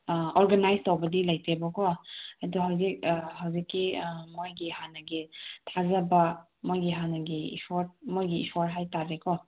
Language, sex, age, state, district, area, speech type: Manipuri, female, 18-30, Manipur, Senapati, urban, conversation